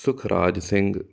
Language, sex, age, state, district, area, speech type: Punjabi, male, 30-45, Punjab, Amritsar, urban, spontaneous